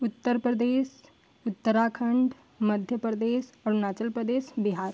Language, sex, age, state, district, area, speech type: Hindi, female, 18-30, Uttar Pradesh, Chandauli, rural, spontaneous